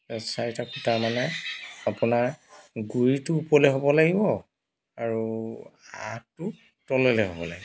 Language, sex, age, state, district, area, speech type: Assamese, male, 45-60, Assam, Dibrugarh, rural, spontaneous